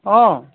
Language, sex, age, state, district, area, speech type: Assamese, male, 30-45, Assam, Tinsukia, urban, conversation